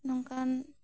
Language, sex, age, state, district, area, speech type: Santali, female, 18-30, West Bengal, Bankura, rural, spontaneous